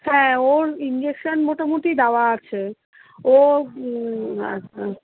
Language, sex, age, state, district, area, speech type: Bengali, female, 45-60, West Bengal, Darjeeling, rural, conversation